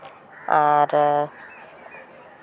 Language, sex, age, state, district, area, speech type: Santali, female, 30-45, West Bengal, Paschim Bardhaman, urban, spontaneous